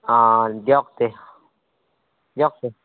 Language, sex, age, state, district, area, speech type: Assamese, male, 30-45, Assam, Barpeta, rural, conversation